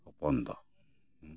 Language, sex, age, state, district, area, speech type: Santali, male, 60+, West Bengal, Bankura, rural, spontaneous